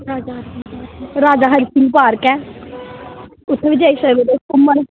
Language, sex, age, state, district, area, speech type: Dogri, female, 18-30, Jammu and Kashmir, Jammu, rural, conversation